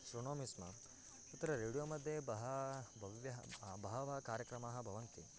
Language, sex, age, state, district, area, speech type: Sanskrit, male, 18-30, Karnataka, Bagalkot, rural, spontaneous